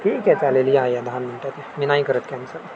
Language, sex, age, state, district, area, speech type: Marathi, male, 18-30, Maharashtra, Sindhudurg, rural, spontaneous